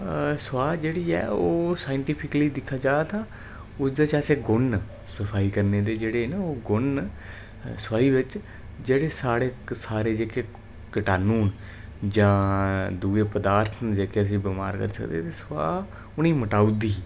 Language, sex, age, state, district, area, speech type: Dogri, male, 30-45, Jammu and Kashmir, Udhampur, rural, spontaneous